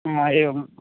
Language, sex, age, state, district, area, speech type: Sanskrit, male, 18-30, Karnataka, Uttara Kannada, rural, conversation